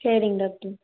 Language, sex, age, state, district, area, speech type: Tamil, female, 18-30, Tamil Nadu, Tiruppur, rural, conversation